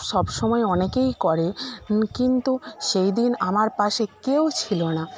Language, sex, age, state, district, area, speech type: Bengali, female, 45-60, West Bengal, Jhargram, rural, spontaneous